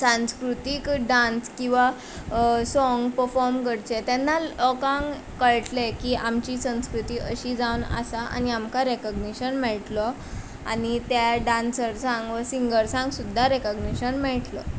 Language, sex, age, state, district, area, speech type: Goan Konkani, female, 18-30, Goa, Ponda, rural, spontaneous